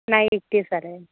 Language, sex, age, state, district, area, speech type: Marathi, female, 18-30, Maharashtra, Gondia, rural, conversation